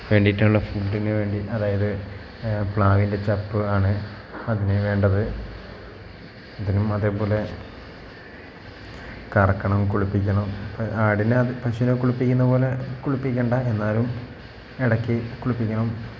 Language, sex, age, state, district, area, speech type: Malayalam, male, 30-45, Kerala, Wayanad, rural, spontaneous